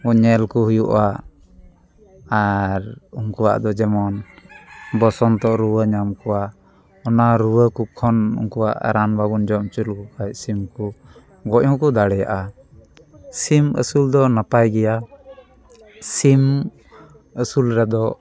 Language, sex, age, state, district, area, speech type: Santali, male, 30-45, West Bengal, Dakshin Dinajpur, rural, spontaneous